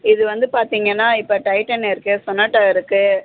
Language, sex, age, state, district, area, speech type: Tamil, female, 45-60, Tamil Nadu, Chennai, urban, conversation